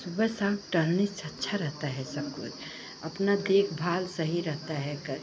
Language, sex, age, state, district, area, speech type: Hindi, female, 60+, Uttar Pradesh, Pratapgarh, urban, spontaneous